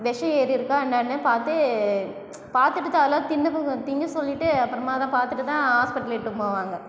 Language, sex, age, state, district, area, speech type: Tamil, female, 30-45, Tamil Nadu, Cuddalore, rural, spontaneous